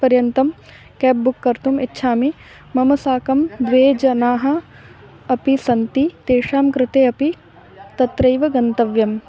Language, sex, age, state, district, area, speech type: Sanskrit, female, 18-30, Madhya Pradesh, Ujjain, urban, spontaneous